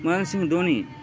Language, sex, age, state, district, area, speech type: Kannada, male, 45-60, Karnataka, Koppal, rural, spontaneous